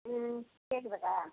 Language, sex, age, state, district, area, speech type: Tamil, female, 30-45, Tamil Nadu, Tirupattur, rural, conversation